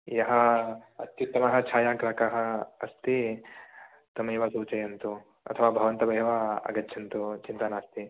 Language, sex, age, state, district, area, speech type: Sanskrit, male, 18-30, Karnataka, Uttara Kannada, rural, conversation